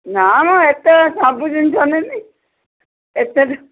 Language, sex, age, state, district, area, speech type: Odia, female, 45-60, Odisha, Angul, rural, conversation